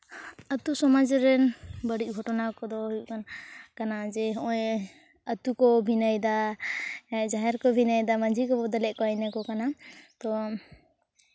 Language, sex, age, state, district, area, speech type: Santali, female, 18-30, West Bengal, Purulia, rural, spontaneous